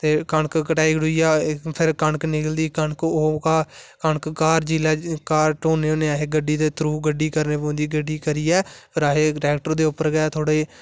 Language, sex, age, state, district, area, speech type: Dogri, male, 18-30, Jammu and Kashmir, Samba, rural, spontaneous